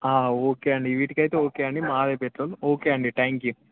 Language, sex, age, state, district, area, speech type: Telugu, male, 18-30, Telangana, Medak, rural, conversation